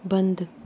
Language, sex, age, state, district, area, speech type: Hindi, female, 18-30, Rajasthan, Jaipur, urban, read